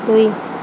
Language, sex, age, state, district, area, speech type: Assamese, female, 18-30, Assam, Darrang, rural, read